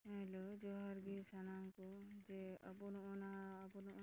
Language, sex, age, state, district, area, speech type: Santali, female, 30-45, West Bengal, Dakshin Dinajpur, rural, spontaneous